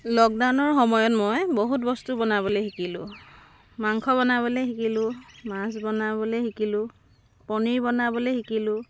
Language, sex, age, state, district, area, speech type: Assamese, female, 30-45, Assam, Sivasagar, rural, spontaneous